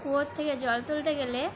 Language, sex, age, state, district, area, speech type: Bengali, female, 18-30, West Bengal, Birbhum, urban, spontaneous